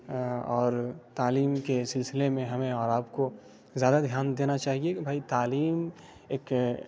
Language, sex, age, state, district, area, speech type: Urdu, male, 30-45, Bihar, Khagaria, rural, spontaneous